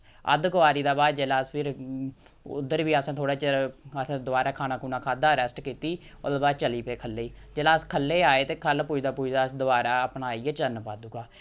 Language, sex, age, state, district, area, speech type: Dogri, male, 30-45, Jammu and Kashmir, Samba, rural, spontaneous